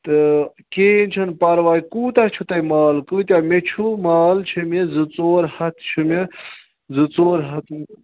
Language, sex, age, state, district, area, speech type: Kashmiri, male, 30-45, Jammu and Kashmir, Ganderbal, rural, conversation